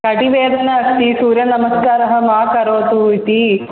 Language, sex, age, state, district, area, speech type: Sanskrit, female, 18-30, Kerala, Thrissur, urban, conversation